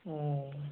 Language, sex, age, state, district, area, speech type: Bengali, male, 45-60, West Bengal, North 24 Parganas, rural, conversation